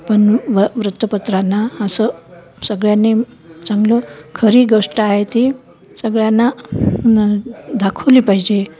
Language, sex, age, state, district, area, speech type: Marathi, female, 60+, Maharashtra, Nanded, rural, spontaneous